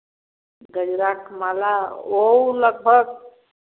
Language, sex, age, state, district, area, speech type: Hindi, female, 60+, Uttar Pradesh, Varanasi, rural, conversation